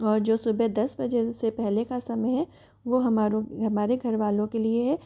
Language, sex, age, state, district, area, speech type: Hindi, female, 45-60, Rajasthan, Jaipur, urban, spontaneous